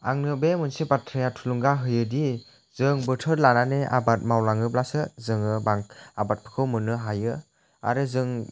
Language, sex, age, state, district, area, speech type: Bodo, male, 30-45, Assam, Chirang, rural, spontaneous